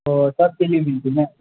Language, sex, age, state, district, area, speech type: Urdu, male, 18-30, Bihar, Saharsa, rural, conversation